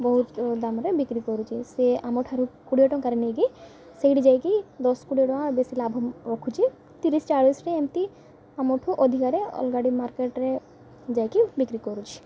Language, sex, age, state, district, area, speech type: Odia, female, 18-30, Odisha, Malkangiri, urban, spontaneous